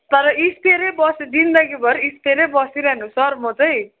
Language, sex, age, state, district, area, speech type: Nepali, female, 45-60, West Bengal, Kalimpong, rural, conversation